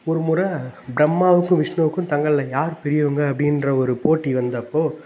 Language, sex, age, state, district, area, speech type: Tamil, male, 18-30, Tamil Nadu, Tiruvannamalai, urban, spontaneous